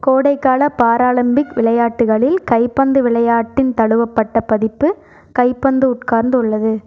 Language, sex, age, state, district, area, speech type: Tamil, female, 18-30, Tamil Nadu, Erode, urban, read